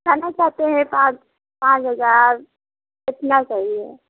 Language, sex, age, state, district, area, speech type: Hindi, female, 18-30, Uttar Pradesh, Prayagraj, rural, conversation